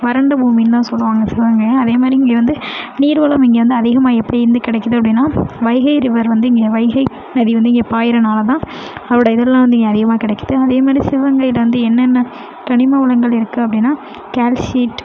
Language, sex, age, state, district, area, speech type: Tamil, female, 18-30, Tamil Nadu, Sivaganga, rural, spontaneous